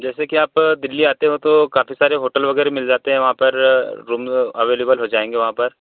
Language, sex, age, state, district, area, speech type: Hindi, male, 30-45, Madhya Pradesh, Betul, rural, conversation